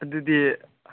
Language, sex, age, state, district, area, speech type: Manipuri, male, 18-30, Manipur, Chandel, rural, conversation